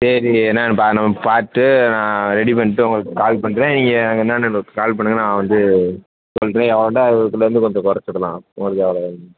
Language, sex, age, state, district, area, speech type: Tamil, male, 18-30, Tamil Nadu, Perambalur, urban, conversation